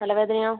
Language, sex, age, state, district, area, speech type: Malayalam, female, 30-45, Kerala, Wayanad, rural, conversation